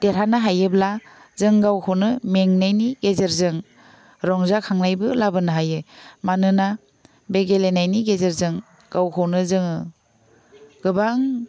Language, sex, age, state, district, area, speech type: Bodo, female, 30-45, Assam, Udalguri, rural, spontaneous